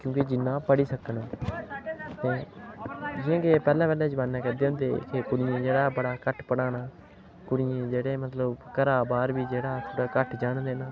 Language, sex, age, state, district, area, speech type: Dogri, male, 18-30, Jammu and Kashmir, Udhampur, rural, spontaneous